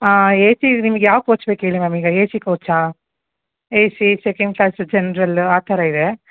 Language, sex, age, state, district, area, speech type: Kannada, female, 30-45, Karnataka, Hassan, urban, conversation